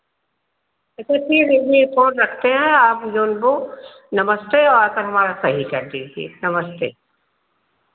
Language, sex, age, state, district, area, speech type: Hindi, female, 60+, Uttar Pradesh, Ayodhya, rural, conversation